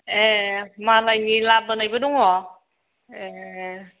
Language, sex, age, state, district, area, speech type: Bodo, female, 18-30, Assam, Udalguri, urban, conversation